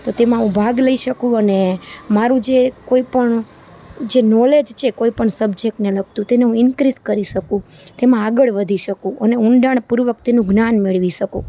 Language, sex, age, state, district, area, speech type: Gujarati, female, 30-45, Gujarat, Rajkot, urban, spontaneous